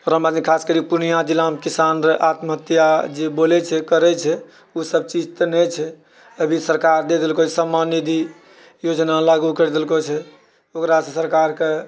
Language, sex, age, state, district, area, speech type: Maithili, male, 60+, Bihar, Purnia, rural, spontaneous